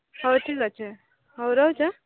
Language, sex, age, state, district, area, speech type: Odia, female, 30-45, Odisha, Subarnapur, urban, conversation